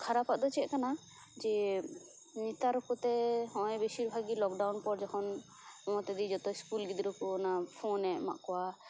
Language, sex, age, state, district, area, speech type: Santali, female, 18-30, West Bengal, Purba Bardhaman, rural, spontaneous